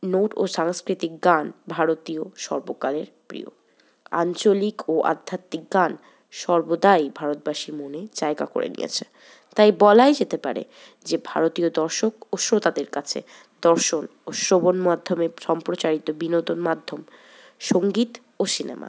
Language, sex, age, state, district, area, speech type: Bengali, female, 18-30, West Bengal, Paschim Bardhaman, urban, spontaneous